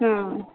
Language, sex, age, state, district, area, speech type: Tamil, female, 30-45, Tamil Nadu, Thanjavur, urban, conversation